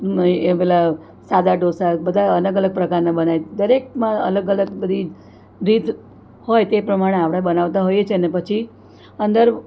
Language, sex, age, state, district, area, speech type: Gujarati, female, 60+, Gujarat, Surat, urban, spontaneous